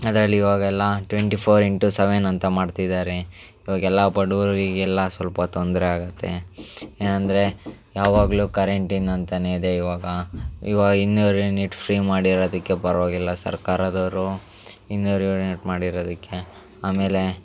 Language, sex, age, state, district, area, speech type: Kannada, male, 18-30, Karnataka, Chitradurga, rural, spontaneous